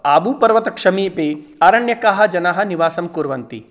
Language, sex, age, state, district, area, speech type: Sanskrit, male, 45-60, Rajasthan, Jaipur, urban, spontaneous